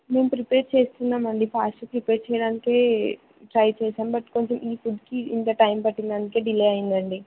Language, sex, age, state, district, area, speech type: Telugu, female, 18-30, Telangana, Siddipet, rural, conversation